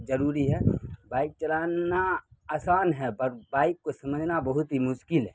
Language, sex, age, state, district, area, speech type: Urdu, male, 30-45, Bihar, Khagaria, urban, spontaneous